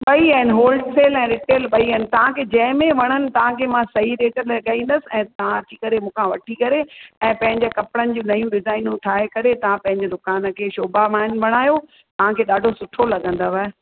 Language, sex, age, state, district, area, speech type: Sindhi, female, 60+, Rajasthan, Ajmer, urban, conversation